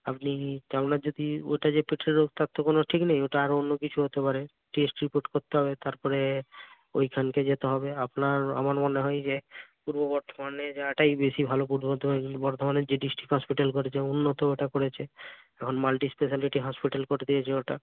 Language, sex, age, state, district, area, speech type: Bengali, male, 60+, West Bengal, Purba Medinipur, rural, conversation